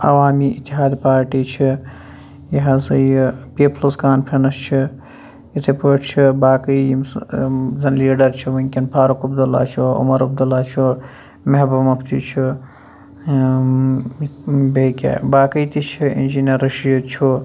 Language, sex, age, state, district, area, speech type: Kashmiri, male, 45-60, Jammu and Kashmir, Shopian, urban, spontaneous